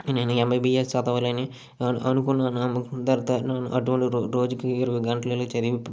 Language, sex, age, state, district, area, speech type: Telugu, male, 30-45, Andhra Pradesh, Srikakulam, urban, spontaneous